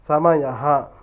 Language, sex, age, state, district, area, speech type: Sanskrit, male, 30-45, Karnataka, Kolar, rural, read